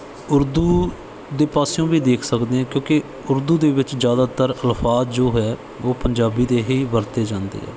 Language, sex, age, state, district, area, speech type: Punjabi, male, 30-45, Punjab, Bathinda, rural, spontaneous